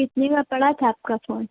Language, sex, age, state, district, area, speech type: Hindi, female, 30-45, Uttar Pradesh, Sonbhadra, rural, conversation